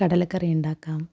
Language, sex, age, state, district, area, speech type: Malayalam, female, 18-30, Kerala, Kasaragod, rural, spontaneous